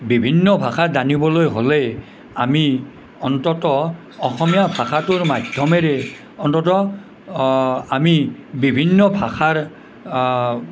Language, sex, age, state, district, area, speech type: Assamese, male, 60+, Assam, Nalbari, rural, spontaneous